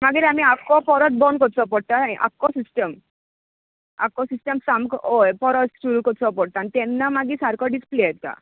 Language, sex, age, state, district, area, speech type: Goan Konkani, female, 18-30, Goa, Tiswadi, rural, conversation